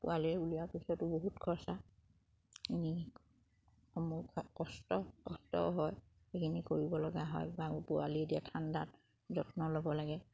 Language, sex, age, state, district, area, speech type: Assamese, female, 30-45, Assam, Charaideo, rural, spontaneous